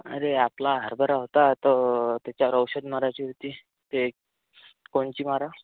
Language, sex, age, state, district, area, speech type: Marathi, male, 30-45, Maharashtra, Amravati, rural, conversation